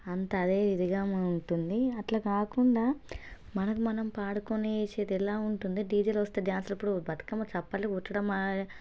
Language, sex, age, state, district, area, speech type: Telugu, female, 30-45, Telangana, Hanamkonda, rural, spontaneous